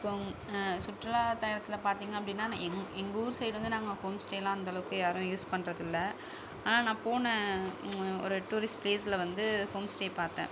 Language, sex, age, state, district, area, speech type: Tamil, female, 18-30, Tamil Nadu, Perambalur, rural, spontaneous